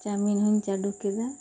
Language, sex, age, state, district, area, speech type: Santali, female, 30-45, West Bengal, Bankura, rural, spontaneous